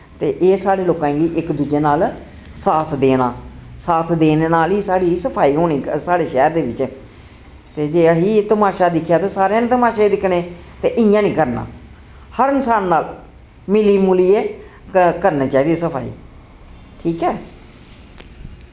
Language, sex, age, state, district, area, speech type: Dogri, female, 60+, Jammu and Kashmir, Jammu, urban, spontaneous